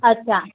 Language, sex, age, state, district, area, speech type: Gujarati, female, 18-30, Gujarat, Ahmedabad, urban, conversation